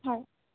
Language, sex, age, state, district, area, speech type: Assamese, female, 30-45, Assam, Sonitpur, rural, conversation